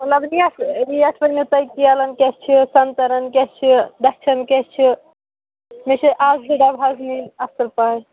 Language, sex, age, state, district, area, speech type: Kashmiri, female, 18-30, Jammu and Kashmir, Shopian, rural, conversation